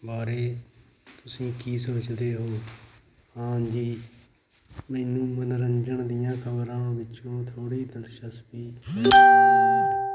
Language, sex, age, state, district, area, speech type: Punjabi, male, 45-60, Punjab, Hoshiarpur, rural, spontaneous